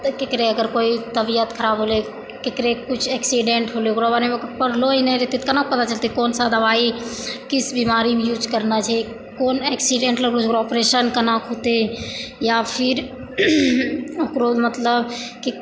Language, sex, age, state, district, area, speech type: Maithili, female, 18-30, Bihar, Purnia, rural, spontaneous